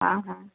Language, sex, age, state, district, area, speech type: Hindi, female, 30-45, Madhya Pradesh, Seoni, urban, conversation